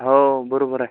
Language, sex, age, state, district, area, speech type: Marathi, male, 18-30, Maharashtra, Washim, rural, conversation